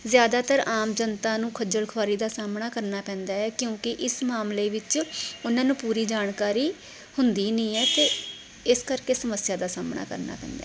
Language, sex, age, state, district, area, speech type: Punjabi, female, 45-60, Punjab, Tarn Taran, urban, spontaneous